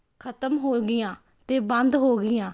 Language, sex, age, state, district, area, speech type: Punjabi, female, 18-30, Punjab, Jalandhar, urban, spontaneous